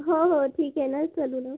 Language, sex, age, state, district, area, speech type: Marathi, female, 18-30, Maharashtra, Yavatmal, rural, conversation